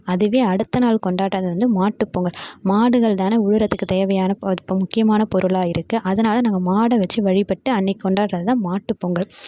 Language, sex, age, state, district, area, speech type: Tamil, female, 30-45, Tamil Nadu, Mayiladuthurai, rural, spontaneous